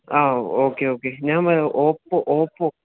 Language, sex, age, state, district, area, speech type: Malayalam, male, 18-30, Kerala, Idukki, rural, conversation